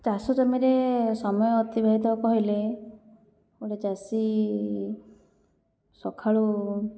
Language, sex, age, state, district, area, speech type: Odia, female, 30-45, Odisha, Jajpur, rural, spontaneous